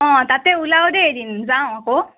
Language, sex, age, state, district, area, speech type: Assamese, male, 18-30, Assam, Morigaon, rural, conversation